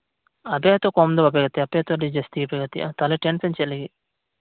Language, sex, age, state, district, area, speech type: Santali, male, 18-30, West Bengal, Birbhum, rural, conversation